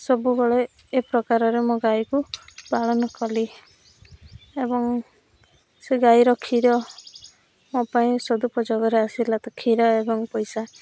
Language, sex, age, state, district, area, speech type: Odia, female, 18-30, Odisha, Rayagada, rural, spontaneous